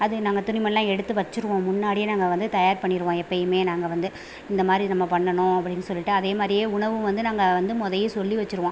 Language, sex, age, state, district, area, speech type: Tamil, female, 30-45, Tamil Nadu, Pudukkottai, rural, spontaneous